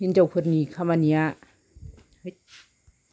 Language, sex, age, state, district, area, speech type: Bodo, female, 60+, Assam, Kokrajhar, urban, spontaneous